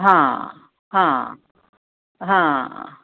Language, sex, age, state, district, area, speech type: Marathi, female, 45-60, Maharashtra, Nashik, urban, conversation